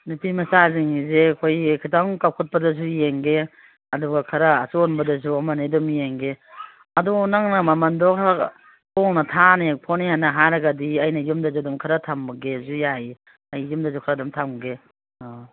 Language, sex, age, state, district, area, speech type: Manipuri, female, 60+, Manipur, Kangpokpi, urban, conversation